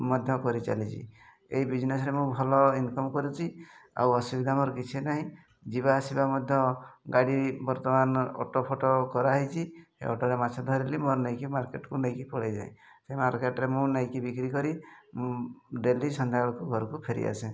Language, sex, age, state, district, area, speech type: Odia, male, 45-60, Odisha, Mayurbhanj, rural, spontaneous